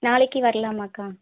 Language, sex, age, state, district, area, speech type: Tamil, female, 30-45, Tamil Nadu, Madurai, urban, conversation